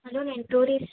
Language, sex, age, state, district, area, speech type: Telugu, female, 18-30, Andhra Pradesh, Bapatla, urban, conversation